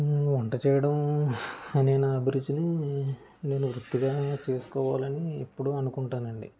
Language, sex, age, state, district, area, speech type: Telugu, male, 30-45, Andhra Pradesh, Kakinada, rural, spontaneous